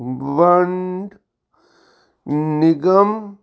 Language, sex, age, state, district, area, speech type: Punjabi, male, 45-60, Punjab, Fazilka, rural, read